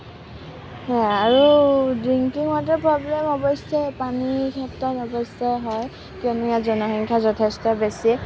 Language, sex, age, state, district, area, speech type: Assamese, female, 18-30, Assam, Kamrup Metropolitan, urban, spontaneous